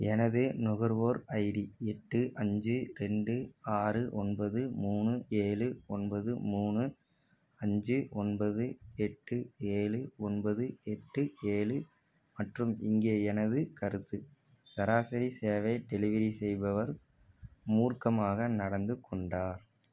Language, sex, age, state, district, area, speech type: Tamil, male, 18-30, Tamil Nadu, Tiruchirappalli, rural, read